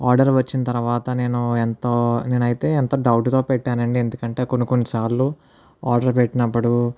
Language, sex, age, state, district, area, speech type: Telugu, male, 18-30, Andhra Pradesh, Kakinada, rural, spontaneous